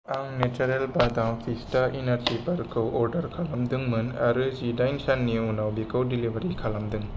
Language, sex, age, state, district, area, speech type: Bodo, male, 30-45, Assam, Kokrajhar, rural, read